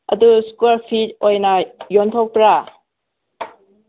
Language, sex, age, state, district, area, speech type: Manipuri, female, 30-45, Manipur, Senapati, rural, conversation